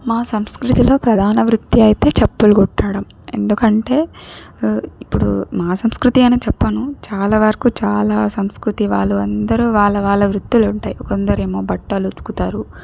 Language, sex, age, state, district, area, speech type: Telugu, female, 18-30, Telangana, Siddipet, rural, spontaneous